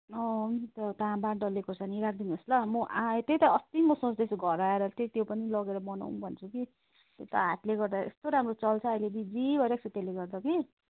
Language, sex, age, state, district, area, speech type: Nepali, female, 30-45, West Bengal, Kalimpong, rural, conversation